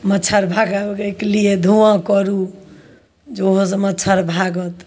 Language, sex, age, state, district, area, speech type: Maithili, female, 45-60, Bihar, Samastipur, rural, spontaneous